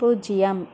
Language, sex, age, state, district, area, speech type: Tamil, female, 30-45, Tamil Nadu, Krishnagiri, rural, read